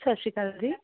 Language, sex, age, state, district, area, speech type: Punjabi, female, 18-30, Punjab, Shaheed Bhagat Singh Nagar, rural, conversation